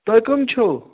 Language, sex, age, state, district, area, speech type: Kashmiri, male, 30-45, Jammu and Kashmir, Ganderbal, rural, conversation